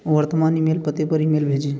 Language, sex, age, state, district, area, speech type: Hindi, male, 30-45, Uttar Pradesh, Bhadohi, urban, read